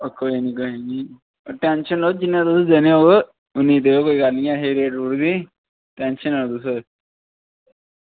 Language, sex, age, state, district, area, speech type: Dogri, male, 18-30, Jammu and Kashmir, Kathua, rural, conversation